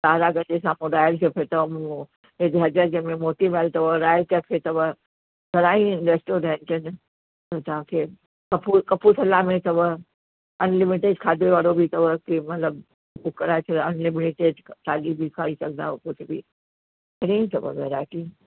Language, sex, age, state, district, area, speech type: Sindhi, female, 60+, Uttar Pradesh, Lucknow, rural, conversation